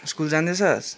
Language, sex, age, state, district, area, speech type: Nepali, male, 18-30, West Bengal, Kalimpong, rural, spontaneous